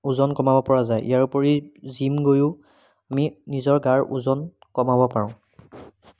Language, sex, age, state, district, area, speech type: Assamese, male, 30-45, Assam, Biswanath, rural, spontaneous